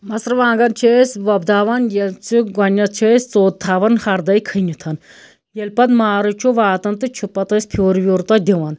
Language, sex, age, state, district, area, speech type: Kashmiri, female, 30-45, Jammu and Kashmir, Anantnag, rural, spontaneous